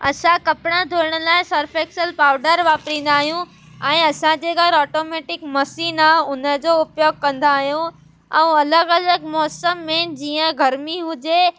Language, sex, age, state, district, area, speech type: Sindhi, female, 18-30, Gujarat, Surat, urban, spontaneous